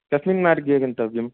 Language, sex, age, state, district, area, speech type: Sanskrit, male, 18-30, Karnataka, Gulbarga, urban, conversation